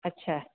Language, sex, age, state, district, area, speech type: Sindhi, female, 45-60, Rajasthan, Ajmer, urban, conversation